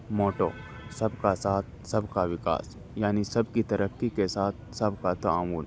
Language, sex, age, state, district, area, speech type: Urdu, male, 30-45, Delhi, North East Delhi, urban, spontaneous